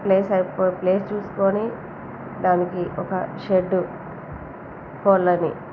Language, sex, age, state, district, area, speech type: Telugu, female, 30-45, Telangana, Jagtial, rural, spontaneous